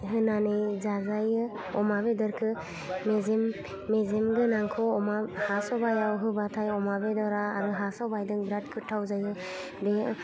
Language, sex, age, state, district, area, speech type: Bodo, female, 30-45, Assam, Udalguri, rural, spontaneous